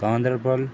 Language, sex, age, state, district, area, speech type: Kashmiri, male, 45-60, Jammu and Kashmir, Srinagar, urban, spontaneous